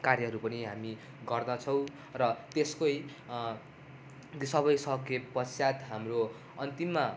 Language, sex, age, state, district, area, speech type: Nepali, male, 18-30, West Bengal, Darjeeling, rural, spontaneous